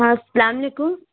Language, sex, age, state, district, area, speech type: Urdu, female, 30-45, Bihar, Gaya, urban, conversation